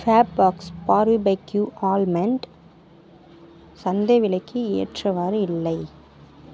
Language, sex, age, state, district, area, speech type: Tamil, female, 30-45, Tamil Nadu, Mayiladuthurai, urban, read